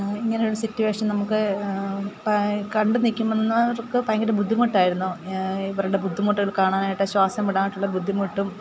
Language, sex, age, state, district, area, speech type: Malayalam, female, 30-45, Kerala, Alappuzha, rural, spontaneous